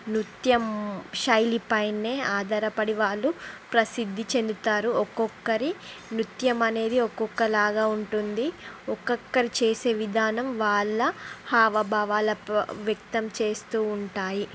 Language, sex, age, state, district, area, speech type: Telugu, female, 30-45, Andhra Pradesh, Srikakulam, urban, spontaneous